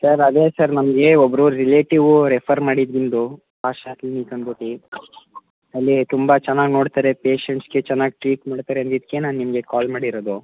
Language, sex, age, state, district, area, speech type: Kannada, male, 18-30, Karnataka, Mysore, rural, conversation